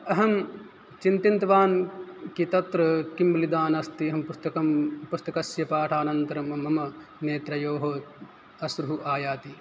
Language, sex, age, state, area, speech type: Sanskrit, male, 18-30, Rajasthan, rural, spontaneous